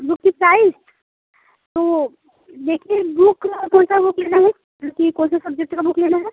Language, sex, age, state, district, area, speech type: Hindi, female, 18-30, Uttar Pradesh, Prayagraj, rural, conversation